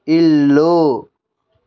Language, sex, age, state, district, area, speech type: Telugu, male, 18-30, Andhra Pradesh, N T Rama Rao, urban, read